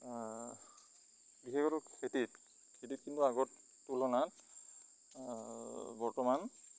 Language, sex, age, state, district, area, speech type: Assamese, male, 30-45, Assam, Lakhimpur, rural, spontaneous